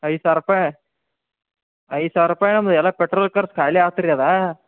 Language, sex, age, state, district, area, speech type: Kannada, male, 30-45, Karnataka, Belgaum, rural, conversation